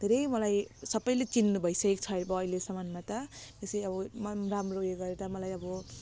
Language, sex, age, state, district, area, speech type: Nepali, female, 30-45, West Bengal, Jalpaiguri, rural, spontaneous